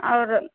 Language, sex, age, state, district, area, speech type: Urdu, female, 30-45, Bihar, Saharsa, rural, conversation